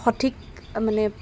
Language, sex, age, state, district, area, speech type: Assamese, female, 18-30, Assam, Golaghat, urban, spontaneous